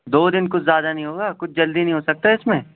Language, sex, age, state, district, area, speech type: Urdu, male, 18-30, Delhi, East Delhi, urban, conversation